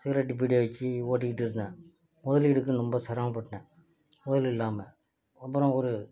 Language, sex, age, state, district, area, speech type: Tamil, male, 60+, Tamil Nadu, Nagapattinam, rural, spontaneous